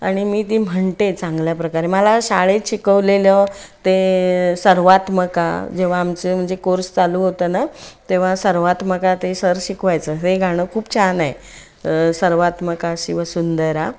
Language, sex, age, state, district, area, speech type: Marathi, female, 45-60, Maharashtra, Ratnagiri, rural, spontaneous